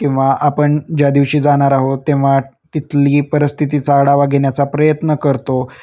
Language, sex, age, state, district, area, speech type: Marathi, male, 30-45, Maharashtra, Osmanabad, rural, spontaneous